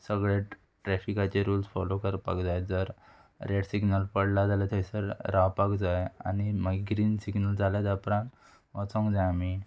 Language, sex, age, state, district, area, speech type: Goan Konkani, male, 18-30, Goa, Murmgao, urban, spontaneous